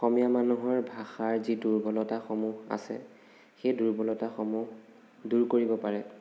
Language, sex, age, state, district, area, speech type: Assamese, male, 18-30, Assam, Nagaon, rural, spontaneous